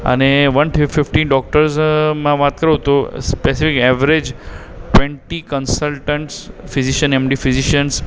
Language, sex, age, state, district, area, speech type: Gujarati, male, 18-30, Gujarat, Aravalli, urban, spontaneous